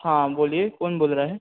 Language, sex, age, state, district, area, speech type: Marathi, male, 18-30, Maharashtra, Ratnagiri, urban, conversation